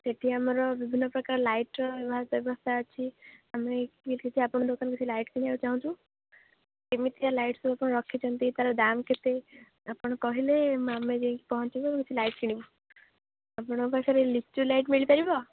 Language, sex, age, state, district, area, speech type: Odia, female, 18-30, Odisha, Jagatsinghpur, rural, conversation